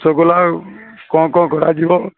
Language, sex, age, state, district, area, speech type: Odia, male, 45-60, Odisha, Sambalpur, rural, conversation